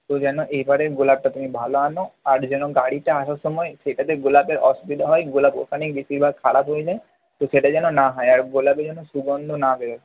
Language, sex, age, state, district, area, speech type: Bengali, male, 30-45, West Bengal, Purba Bardhaman, urban, conversation